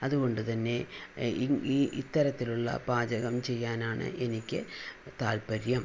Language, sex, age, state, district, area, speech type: Malayalam, female, 60+, Kerala, Palakkad, rural, spontaneous